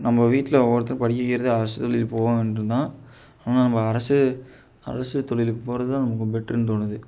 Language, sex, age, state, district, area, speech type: Tamil, male, 18-30, Tamil Nadu, Tiruchirappalli, rural, spontaneous